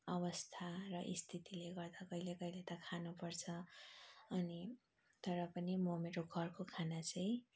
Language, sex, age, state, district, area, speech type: Nepali, female, 30-45, West Bengal, Darjeeling, rural, spontaneous